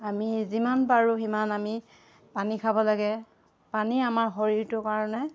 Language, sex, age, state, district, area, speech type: Assamese, female, 30-45, Assam, Golaghat, urban, spontaneous